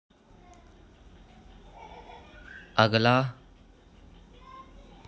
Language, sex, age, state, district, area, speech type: Dogri, male, 18-30, Jammu and Kashmir, Kathua, rural, read